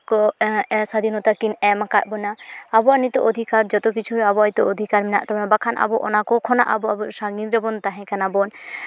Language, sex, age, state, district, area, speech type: Santali, female, 18-30, West Bengal, Purulia, rural, spontaneous